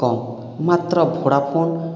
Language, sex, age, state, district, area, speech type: Odia, male, 45-60, Odisha, Boudh, rural, spontaneous